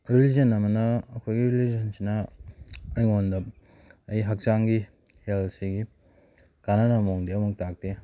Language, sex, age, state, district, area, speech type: Manipuri, male, 18-30, Manipur, Kakching, rural, spontaneous